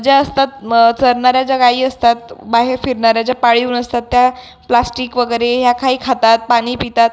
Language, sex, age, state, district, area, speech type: Marathi, female, 18-30, Maharashtra, Buldhana, rural, spontaneous